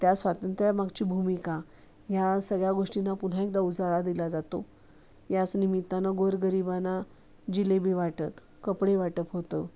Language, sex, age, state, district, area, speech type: Marathi, female, 45-60, Maharashtra, Sangli, urban, spontaneous